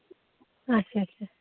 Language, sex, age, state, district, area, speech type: Kashmiri, female, 30-45, Jammu and Kashmir, Ganderbal, rural, conversation